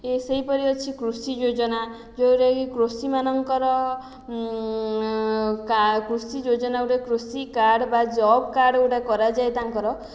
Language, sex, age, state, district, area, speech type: Odia, female, 18-30, Odisha, Jajpur, rural, spontaneous